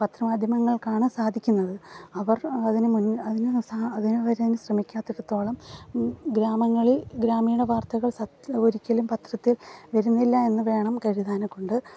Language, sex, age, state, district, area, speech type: Malayalam, female, 30-45, Kerala, Kollam, rural, spontaneous